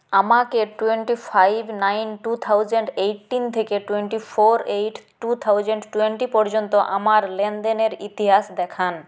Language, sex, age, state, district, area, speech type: Bengali, female, 30-45, West Bengal, Purulia, rural, read